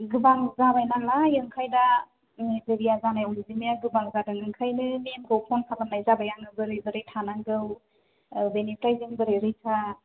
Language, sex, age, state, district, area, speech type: Bodo, female, 18-30, Assam, Kokrajhar, rural, conversation